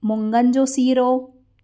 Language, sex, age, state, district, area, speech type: Sindhi, female, 30-45, Uttar Pradesh, Lucknow, urban, spontaneous